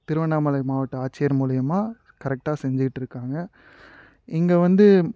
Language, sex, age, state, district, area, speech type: Tamil, male, 18-30, Tamil Nadu, Tiruvannamalai, urban, spontaneous